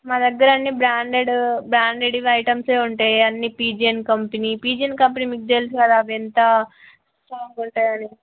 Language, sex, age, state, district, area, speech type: Telugu, female, 18-30, Telangana, Peddapalli, rural, conversation